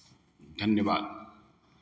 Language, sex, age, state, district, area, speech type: Hindi, male, 60+, Bihar, Begusarai, urban, spontaneous